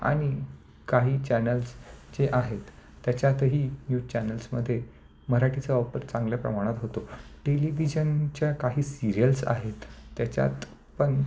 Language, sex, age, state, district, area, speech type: Marathi, male, 30-45, Maharashtra, Nashik, urban, spontaneous